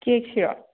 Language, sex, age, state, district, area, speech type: Manipuri, female, 45-60, Manipur, Kangpokpi, urban, conversation